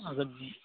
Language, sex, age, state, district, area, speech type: Hindi, male, 18-30, Uttar Pradesh, Ghazipur, rural, conversation